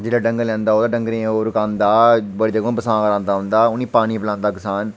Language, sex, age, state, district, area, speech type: Dogri, male, 30-45, Jammu and Kashmir, Udhampur, urban, spontaneous